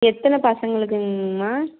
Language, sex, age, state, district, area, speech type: Tamil, female, 60+, Tamil Nadu, Dharmapuri, urban, conversation